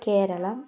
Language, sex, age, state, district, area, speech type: Malayalam, female, 18-30, Kerala, Idukki, rural, spontaneous